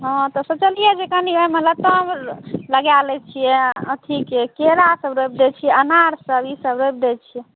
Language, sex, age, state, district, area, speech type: Maithili, female, 30-45, Bihar, Madhubani, urban, conversation